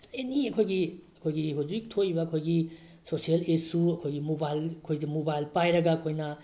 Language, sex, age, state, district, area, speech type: Manipuri, male, 18-30, Manipur, Bishnupur, rural, spontaneous